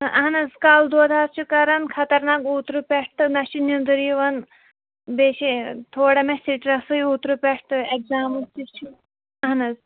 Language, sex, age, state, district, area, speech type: Kashmiri, female, 30-45, Jammu and Kashmir, Shopian, urban, conversation